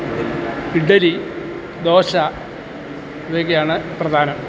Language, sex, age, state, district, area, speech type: Malayalam, male, 60+, Kerala, Kottayam, urban, spontaneous